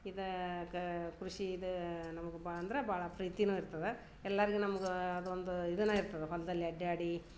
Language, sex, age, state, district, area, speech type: Kannada, female, 30-45, Karnataka, Dharwad, urban, spontaneous